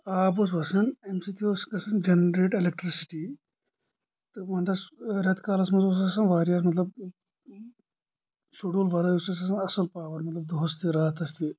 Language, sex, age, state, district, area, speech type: Kashmiri, male, 30-45, Jammu and Kashmir, Anantnag, rural, spontaneous